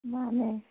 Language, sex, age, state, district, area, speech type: Manipuri, female, 30-45, Manipur, Imphal East, rural, conversation